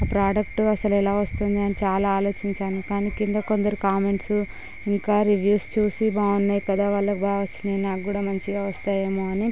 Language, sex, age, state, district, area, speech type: Telugu, female, 18-30, Andhra Pradesh, Visakhapatnam, rural, spontaneous